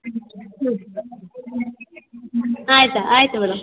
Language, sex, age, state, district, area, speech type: Kannada, female, 30-45, Karnataka, Shimoga, rural, conversation